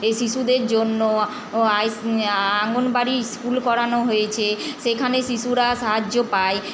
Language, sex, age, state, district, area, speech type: Bengali, female, 30-45, West Bengal, Paschim Bardhaman, urban, spontaneous